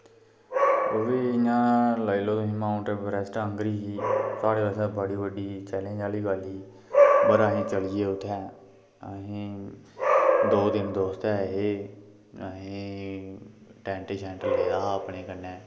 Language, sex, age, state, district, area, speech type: Dogri, male, 30-45, Jammu and Kashmir, Kathua, rural, spontaneous